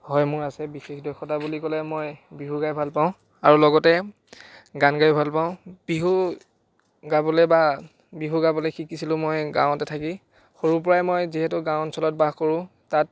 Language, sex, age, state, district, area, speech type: Assamese, male, 18-30, Assam, Biswanath, rural, spontaneous